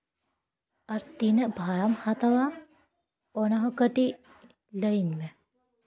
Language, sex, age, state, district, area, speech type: Santali, female, 18-30, West Bengal, Paschim Bardhaman, rural, spontaneous